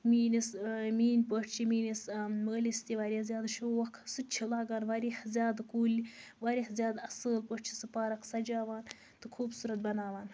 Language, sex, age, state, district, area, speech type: Kashmiri, female, 30-45, Jammu and Kashmir, Baramulla, rural, spontaneous